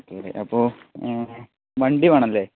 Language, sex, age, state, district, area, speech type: Malayalam, male, 30-45, Kerala, Palakkad, urban, conversation